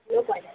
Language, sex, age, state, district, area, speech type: Assamese, female, 60+, Assam, Golaghat, rural, conversation